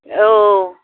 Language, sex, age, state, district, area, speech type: Bodo, female, 60+, Assam, Chirang, rural, conversation